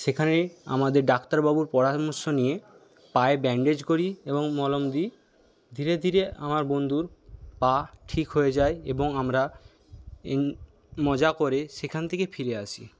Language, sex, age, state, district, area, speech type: Bengali, male, 60+, West Bengal, Paschim Medinipur, rural, spontaneous